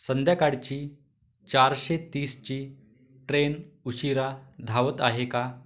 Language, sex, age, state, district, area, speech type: Marathi, male, 30-45, Maharashtra, Wardha, urban, read